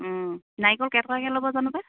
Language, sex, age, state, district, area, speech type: Assamese, female, 30-45, Assam, Charaideo, rural, conversation